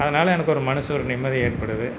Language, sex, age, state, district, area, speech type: Tamil, male, 60+, Tamil Nadu, Erode, rural, spontaneous